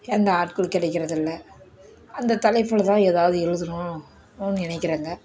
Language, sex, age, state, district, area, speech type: Tamil, female, 60+, Tamil Nadu, Dharmapuri, urban, spontaneous